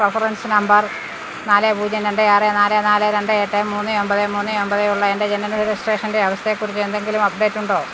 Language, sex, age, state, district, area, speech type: Malayalam, female, 60+, Kerala, Pathanamthitta, rural, read